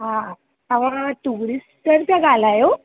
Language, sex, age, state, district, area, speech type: Sindhi, female, 18-30, Rajasthan, Ajmer, urban, conversation